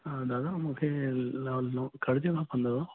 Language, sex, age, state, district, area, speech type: Sindhi, male, 30-45, Maharashtra, Thane, urban, conversation